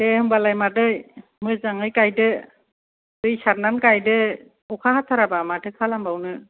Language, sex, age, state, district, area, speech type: Bodo, female, 45-60, Assam, Kokrajhar, rural, conversation